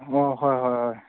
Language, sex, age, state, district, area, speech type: Manipuri, male, 30-45, Manipur, Churachandpur, rural, conversation